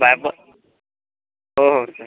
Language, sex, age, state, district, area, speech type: Marathi, male, 18-30, Maharashtra, Washim, rural, conversation